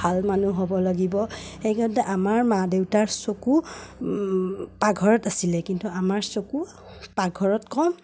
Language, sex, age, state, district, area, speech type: Assamese, female, 30-45, Assam, Udalguri, rural, spontaneous